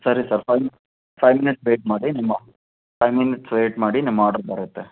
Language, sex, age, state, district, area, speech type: Kannada, male, 18-30, Karnataka, Tumkur, urban, conversation